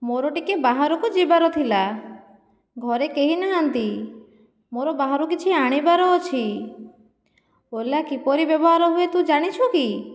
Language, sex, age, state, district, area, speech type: Odia, female, 30-45, Odisha, Jajpur, rural, spontaneous